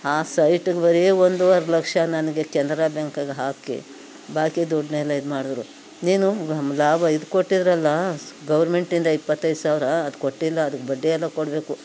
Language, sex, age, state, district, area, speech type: Kannada, female, 60+, Karnataka, Mandya, rural, spontaneous